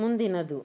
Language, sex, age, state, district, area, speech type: Kannada, female, 60+, Karnataka, Bidar, urban, read